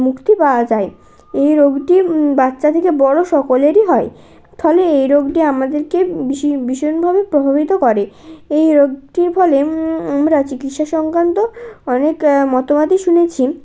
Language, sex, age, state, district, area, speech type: Bengali, female, 18-30, West Bengal, Bankura, urban, spontaneous